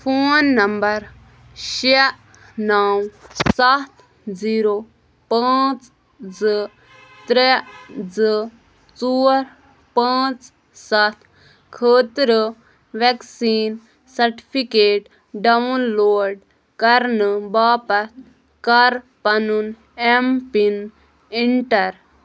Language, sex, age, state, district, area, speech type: Kashmiri, female, 18-30, Jammu and Kashmir, Bandipora, rural, read